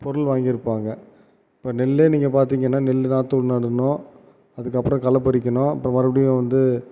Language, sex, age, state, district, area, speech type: Tamil, male, 45-60, Tamil Nadu, Tiruvarur, rural, spontaneous